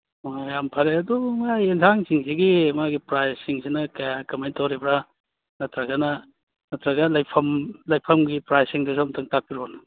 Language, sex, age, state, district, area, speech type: Manipuri, male, 30-45, Manipur, Churachandpur, rural, conversation